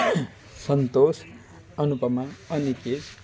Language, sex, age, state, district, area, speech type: Nepali, male, 45-60, West Bengal, Jalpaiguri, rural, spontaneous